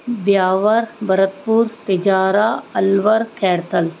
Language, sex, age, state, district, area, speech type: Sindhi, female, 30-45, Rajasthan, Ajmer, urban, spontaneous